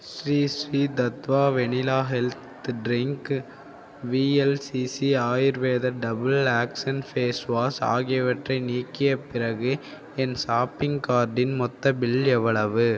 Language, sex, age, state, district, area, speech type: Tamil, male, 18-30, Tamil Nadu, Tiruvarur, rural, read